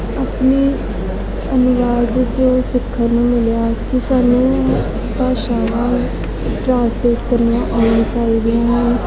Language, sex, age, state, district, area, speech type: Punjabi, female, 18-30, Punjab, Gurdaspur, urban, spontaneous